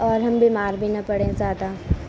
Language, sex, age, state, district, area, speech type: Urdu, female, 18-30, Uttar Pradesh, Gautam Buddha Nagar, urban, spontaneous